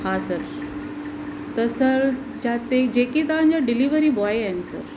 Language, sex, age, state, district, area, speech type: Sindhi, female, 45-60, Maharashtra, Thane, urban, spontaneous